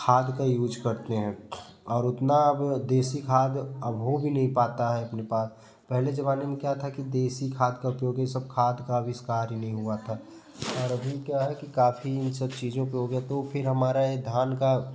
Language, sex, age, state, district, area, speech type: Hindi, male, 18-30, Uttar Pradesh, Prayagraj, rural, spontaneous